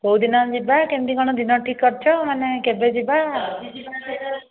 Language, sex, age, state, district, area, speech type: Odia, female, 18-30, Odisha, Dhenkanal, rural, conversation